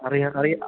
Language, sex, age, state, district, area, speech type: Malayalam, male, 18-30, Kerala, Thiruvananthapuram, rural, conversation